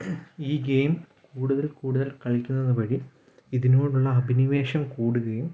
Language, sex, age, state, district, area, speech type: Malayalam, male, 18-30, Kerala, Kottayam, rural, spontaneous